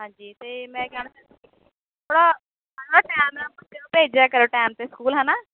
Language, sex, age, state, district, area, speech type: Punjabi, female, 18-30, Punjab, Shaheed Bhagat Singh Nagar, rural, conversation